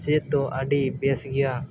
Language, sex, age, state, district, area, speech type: Santali, male, 18-30, Jharkhand, East Singhbhum, rural, spontaneous